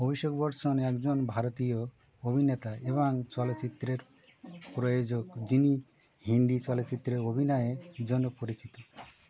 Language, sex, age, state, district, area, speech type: Bengali, male, 60+, West Bengal, Birbhum, urban, read